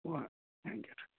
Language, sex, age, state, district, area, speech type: Urdu, male, 18-30, Uttar Pradesh, Saharanpur, urban, conversation